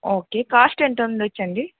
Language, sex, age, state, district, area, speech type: Telugu, female, 18-30, Andhra Pradesh, Krishna, urban, conversation